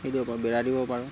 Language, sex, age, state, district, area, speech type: Assamese, male, 30-45, Assam, Barpeta, rural, spontaneous